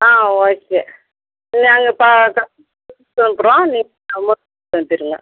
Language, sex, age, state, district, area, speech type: Tamil, female, 45-60, Tamil Nadu, Cuddalore, rural, conversation